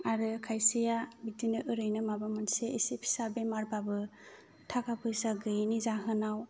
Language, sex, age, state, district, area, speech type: Bodo, female, 30-45, Assam, Kokrajhar, rural, spontaneous